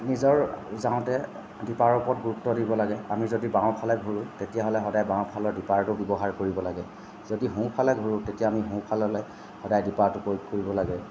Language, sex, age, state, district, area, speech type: Assamese, male, 30-45, Assam, Jorhat, urban, spontaneous